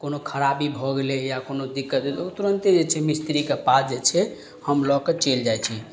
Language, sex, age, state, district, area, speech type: Maithili, male, 18-30, Bihar, Madhubani, rural, spontaneous